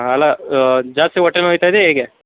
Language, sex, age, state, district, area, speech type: Kannada, male, 18-30, Karnataka, Kodagu, rural, conversation